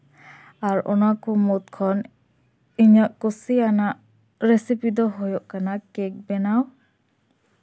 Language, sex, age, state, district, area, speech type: Santali, female, 18-30, West Bengal, Purba Bardhaman, rural, spontaneous